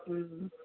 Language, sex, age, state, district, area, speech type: Malayalam, female, 45-60, Kerala, Idukki, rural, conversation